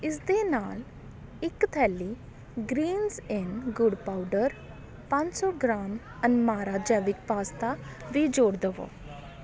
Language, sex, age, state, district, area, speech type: Punjabi, female, 30-45, Punjab, Patiala, rural, read